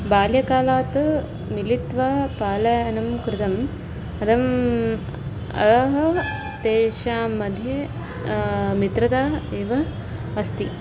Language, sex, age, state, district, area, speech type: Sanskrit, female, 30-45, Tamil Nadu, Karur, rural, spontaneous